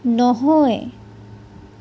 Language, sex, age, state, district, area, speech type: Assamese, female, 45-60, Assam, Sonitpur, rural, read